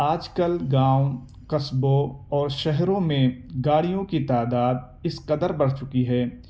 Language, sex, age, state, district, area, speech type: Urdu, male, 18-30, Delhi, Central Delhi, urban, spontaneous